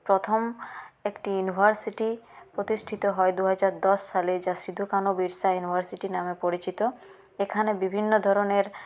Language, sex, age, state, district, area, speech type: Bengali, female, 30-45, West Bengal, Purulia, rural, spontaneous